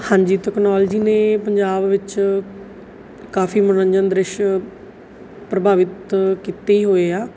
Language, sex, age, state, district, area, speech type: Punjabi, female, 30-45, Punjab, Bathinda, urban, spontaneous